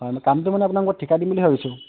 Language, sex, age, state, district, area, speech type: Assamese, male, 18-30, Assam, Lakhimpur, urban, conversation